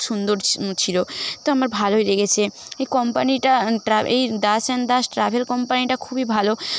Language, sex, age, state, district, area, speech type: Bengali, female, 18-30, West Bengal, Paschim Medinipur, rural, spontaneous